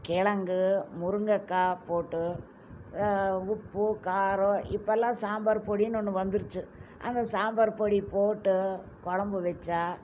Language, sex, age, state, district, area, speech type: Tamil, female, 60+, Tamil Nadu, Coimbatore, urban, spontaneous